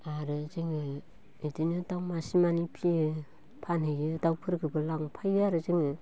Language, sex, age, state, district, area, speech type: Bodo, female, 45-60, Assam, Baksa, rural, spontaneous